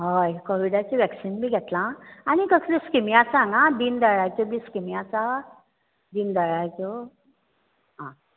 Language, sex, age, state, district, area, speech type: Goan Konkani, female, 60+, Goa, Bardez, rural, conversation